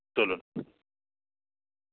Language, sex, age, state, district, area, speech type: Bengali, male, 45-60, West Bengal, Bankura, urban, conversation